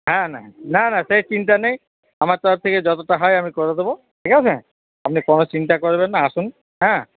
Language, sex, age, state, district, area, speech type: Bengali, male, 30-45, West Bengal, Paschim Bardhaman, urban, conversation